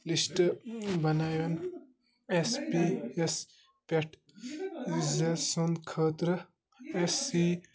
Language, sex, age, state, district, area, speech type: Kashmiri, male, 18-30, Jammu and Kashmir, Bandipora, rural, read